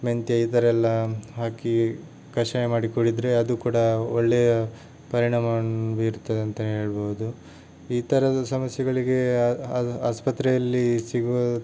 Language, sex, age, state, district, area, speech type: Kannada, male, 18-30, Karnataka, Tumkur, urban, spontaneous